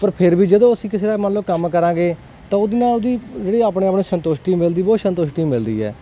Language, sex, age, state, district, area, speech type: Punjabi, male, 18-30, Punjab, Hoshiarpur, rural, spontaneous